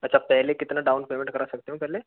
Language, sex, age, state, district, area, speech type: Hindi, male, 18-30, Rajasthan, Karauli, rural, conversation